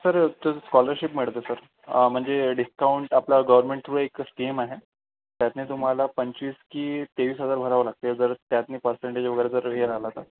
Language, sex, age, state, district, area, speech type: Marathi, male, 45-60, Maharashtra, Yavatmal, urban, conversation